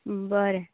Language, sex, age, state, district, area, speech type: Goan Konkani, female, 18-30, Goa, Canacona, rural, conversation